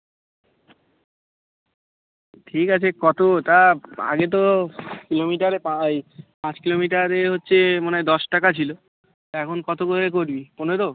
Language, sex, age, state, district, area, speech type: Bengali, male, 18-30, West Bengal, Birbhum, urban, conversation